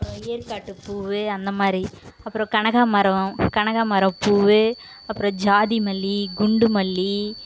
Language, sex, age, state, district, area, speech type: Tamil, female, 18-30, Tamil Nadu, Kallakurichi, rural, spontaneous